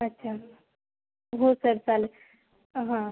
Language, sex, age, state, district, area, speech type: Marathi, female, 18-30, Maharashtra, Aurangabad, rural, conversation